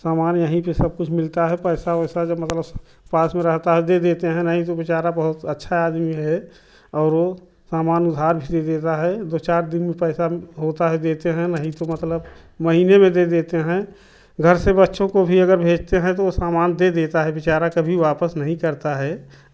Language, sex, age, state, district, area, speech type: Hindi, male, 30-45, Uttar Pradesh, Prayagraj, rural, spontaneous